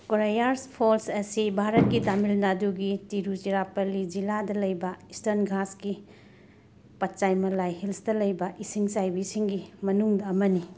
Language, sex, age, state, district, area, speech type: Manipuri, female, 45-60, Manipur, Imphal West, urban, read